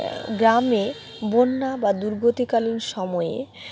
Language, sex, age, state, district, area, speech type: Bengali, female, 30-45, West Bengal, Malda, urban, spontaneous